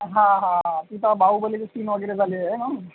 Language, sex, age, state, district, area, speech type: Marathi, male, 18-30, Maharashtra, Yavatmal, rural, conversation